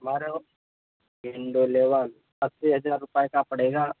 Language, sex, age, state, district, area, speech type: Hindi, male, 30-45, Uttar Pradesh, Lucknow, rural, conversation